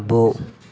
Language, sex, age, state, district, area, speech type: Telugu, male, 18-30, Telangana, Ranga Reddy, urban, read